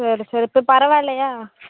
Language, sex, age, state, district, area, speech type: Tamil, female, 18-30, Tamil Nadu, Thoothukudi, rural, conversation